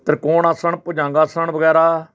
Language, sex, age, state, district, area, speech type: Punjabi, male, 60+, Punjab, Hoshiarpur, urban, spontaneous